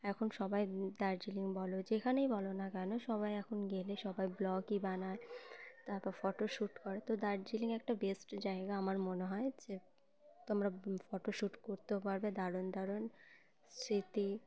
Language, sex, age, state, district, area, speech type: Bengali, female, 18-30, West Bengal, Uttar Dinajpur, urban, spontaneous